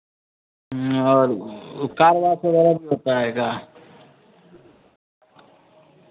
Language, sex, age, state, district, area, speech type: Hindi, male, 30-45, Bihar, Vaishali, urban, conversation